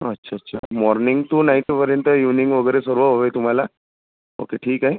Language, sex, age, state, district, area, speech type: Marathi, male, 30-45, Maharashtra, Amravati, rural, conversation